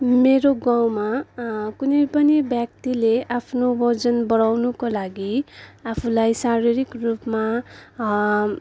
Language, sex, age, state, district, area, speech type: Nepali, female, 30-45, West Bengal, Darjeeling, rural, spontaneous